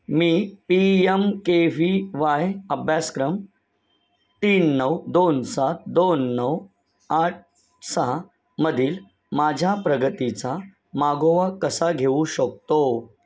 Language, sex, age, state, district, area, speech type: Marathi, male, 30-45, Maharashtra, Palghar, urban, read